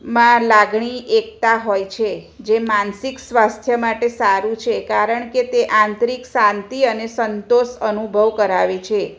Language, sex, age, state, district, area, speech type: Gujarati, female, 45-60, Gujarat, Kheda, rural, spontaneous